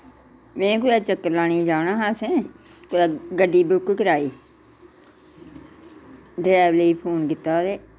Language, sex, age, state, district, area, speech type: Dogri, female, 60+, Jammu and Kashmir, Udhampur, rural, spontaneous